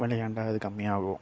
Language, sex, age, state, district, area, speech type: Tamil, male, 18-30, Tamil Nadu, Nagapattinam, rural, spontaneous